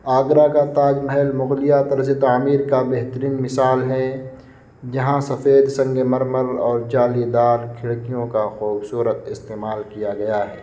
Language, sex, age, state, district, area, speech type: Urdu, male, 18-30, Uttar Pradesh, Muzaffarnagar, urban, spontaneous